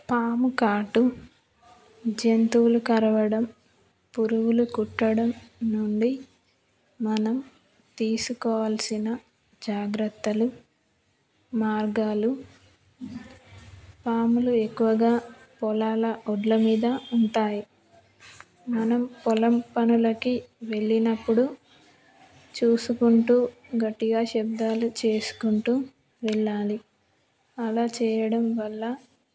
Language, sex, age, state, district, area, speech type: Telugu, female, 18-30, Telangana, Karimnagar, rural, spontaneous